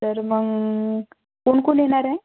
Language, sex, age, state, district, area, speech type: Marathi, female, 18-30, Maharashtra, Wardha, urban, conversation